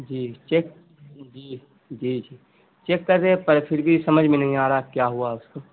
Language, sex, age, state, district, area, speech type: Urdu, male, 18-30, Bihar, Saharsa, rural, conversation